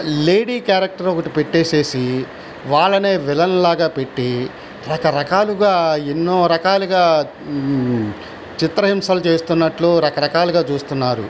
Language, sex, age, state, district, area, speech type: Telugu, male, 60+, Andhra Pradesh, Bapatla, urban, spontaneous